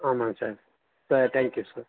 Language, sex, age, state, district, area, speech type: Tamil, male, 18-30, Tamil Nadu, Nilgiris, rural, conversation